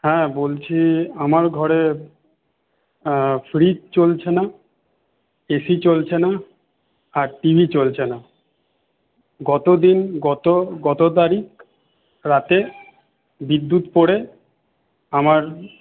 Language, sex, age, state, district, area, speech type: Bengali, male, 45-60, West Bengal, Paschim Bardhaman, rural, conversation